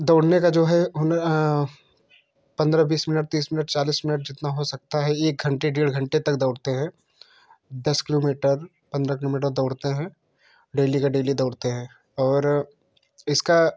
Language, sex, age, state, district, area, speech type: Hindi, male, 18-30, Uttar Pradesh, Jaunpur, urban, spontaneous